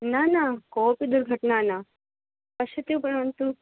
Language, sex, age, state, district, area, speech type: Sanskrit, female, 18-30, Delhi, North East Delhi, urban, conversation